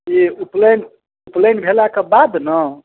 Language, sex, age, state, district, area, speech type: Maithili, male, 30-45, Bihar, Darbhanga, urban, conversation